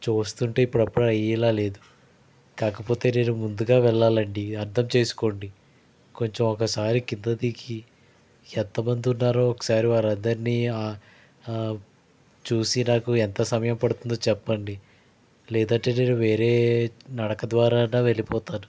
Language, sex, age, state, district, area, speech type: Telugu, male, 45-60, Andhra Pradesh, East Godavari, rural, spontaneous